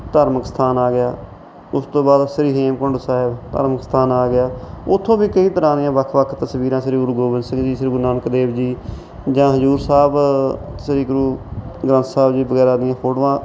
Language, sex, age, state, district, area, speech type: Punjabi, male, 45-60, Punjab, Mansa, rural, spontaneous